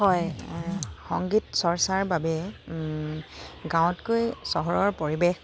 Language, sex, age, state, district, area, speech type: Assamese, female, 30-45, Assam, Dibrugarh, rural, spontaneous